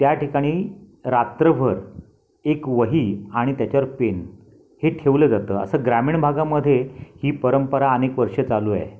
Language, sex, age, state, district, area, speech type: Marathi, male, 60+, Maharashtra, Raigad, rural, spontaneous